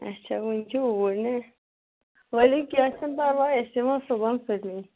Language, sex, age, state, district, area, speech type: Kashmiri, female, 30-45, Jammu and Kashmir, Kulgam, rural, conversation